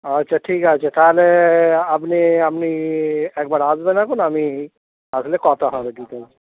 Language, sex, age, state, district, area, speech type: Bengali, male, 30-45, West Bengal, Darjeeling, urban, conversation